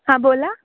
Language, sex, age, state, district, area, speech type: Marathi, female, 18-30, Maharashtra, Nashik, urban, conversation